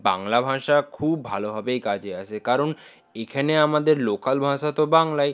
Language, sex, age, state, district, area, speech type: Bengali, male, 60+, West Bengal, Nadia, rural, spontaneous